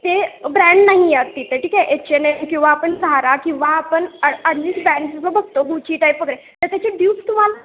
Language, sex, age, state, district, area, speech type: Marathi, female, 18-30, Maharashtra, Kolhapur, urban, conversation